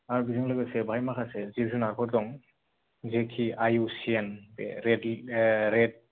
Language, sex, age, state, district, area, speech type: Bodo, male, 18-30, Assam, Kokrajhar, rural, conversation